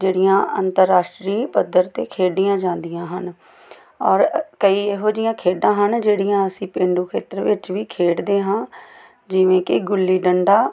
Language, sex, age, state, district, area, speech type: Punjabi, female, 30-45, Punjab, Tarn Taran, rural, spontaneous